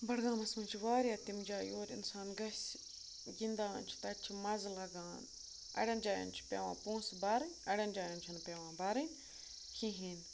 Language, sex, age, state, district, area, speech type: Kashmiri, female, 18-30, Jammu and Kashmir, Budgam, rural, spontaneous